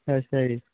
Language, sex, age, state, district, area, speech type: Punjabi, male, 18-30, Punjab, Hoshiarpur, rural, conversation